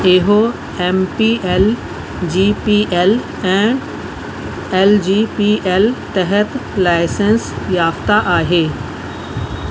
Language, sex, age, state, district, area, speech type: Sindhi, female, 45-60, Delhi, South Delhi, urban, read